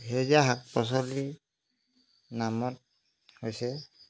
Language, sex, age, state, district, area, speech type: Assamese, male, 30-45, Assam, Jorhat, urban, spontaneous